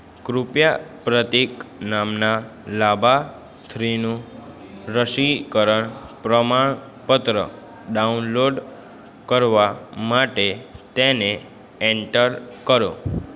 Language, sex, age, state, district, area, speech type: Gujarati, male, 18-30, Gujarat, Aravalli, urban, read